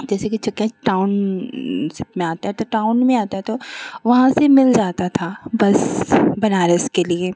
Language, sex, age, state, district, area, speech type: Hindi, female, 30-45, Uttar Pradesh, Chandauli, urban, spontaneous